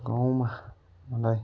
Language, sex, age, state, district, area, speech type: Nepali, male, 18-30, West Bengal, Darjeeling, rural, spontaneous